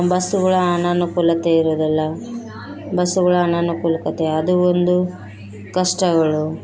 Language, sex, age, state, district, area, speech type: Kannada, female, 30-45, Karnataka, Bellary, rural, spontaneous